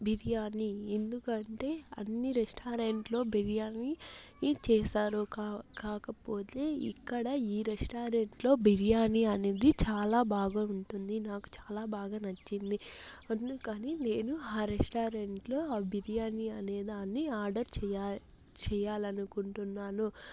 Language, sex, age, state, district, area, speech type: Telugu, female, 18-30, Andhra Pradesh, Chittoor, urban, spontaneous